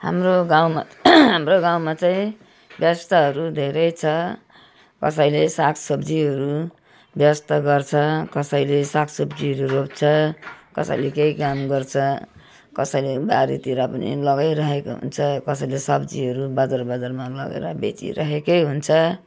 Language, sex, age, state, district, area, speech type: Nepali, female, 60+, West Bengal, Darjeeling, urban, spontaneous